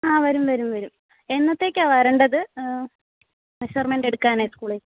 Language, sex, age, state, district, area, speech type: Malayalam, female, 18-30, Kerala, Alappuzha, rural, conversation